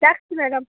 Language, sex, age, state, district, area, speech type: Bengali, female, 30-45, West Bengal, Purba Medinipur, rural, conversation